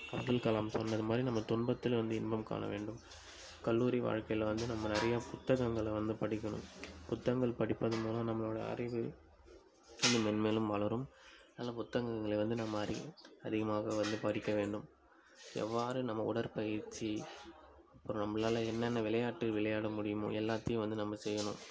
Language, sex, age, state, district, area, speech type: Tamil, male, 18-30, Tamil Nadu, Cuddalore, urban, spontaneous